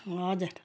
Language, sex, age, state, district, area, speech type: Nepali, female, 60+, West Bengal, Darjeeling, rural, spontaneous